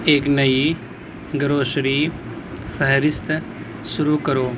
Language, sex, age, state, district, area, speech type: Urdu, male, 18-30, Bihar, Purnia, rural, read